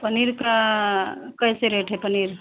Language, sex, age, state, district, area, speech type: Hindi, female, 45-60, Uttar Pradesh, Mau, rural, conversation